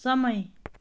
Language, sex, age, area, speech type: Nepali, female, 30-45, rural, read